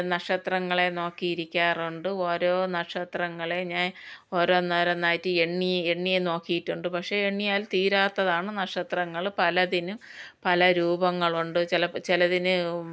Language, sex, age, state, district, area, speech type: Malayalam, female, 60+, Kerala, Thiruvananthapuram, rural, spontaneous